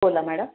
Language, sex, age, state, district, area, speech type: Marathi, female, 45-60, Maharashtra, Pune, urban, conversation